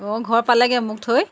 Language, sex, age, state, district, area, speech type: Assamese, female, 30-45, Assam, Jorhat, urban, spontaneous